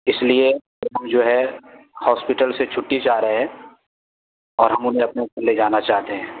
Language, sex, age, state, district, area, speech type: Urdu, male, 18-30, Bihar, Purnia, rural, conversation